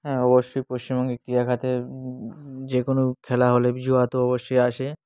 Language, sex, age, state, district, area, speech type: Bengali, male, 18-30, West Bengal, Dakshin Dinajpur, urban, spontaneous